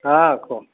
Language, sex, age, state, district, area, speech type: Odia, male, 60+, Odisha, Gajapati, rural, conversation